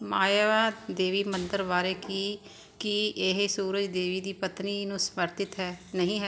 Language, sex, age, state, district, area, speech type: Punjabi, female, 60+, Punjab, Barnala, rural, read